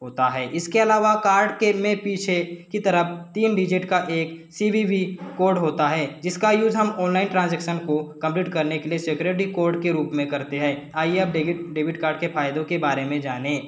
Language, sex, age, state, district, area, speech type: Hindi, male, 18-30, Madhya Pradesh, Balaghat, rural, spontaneous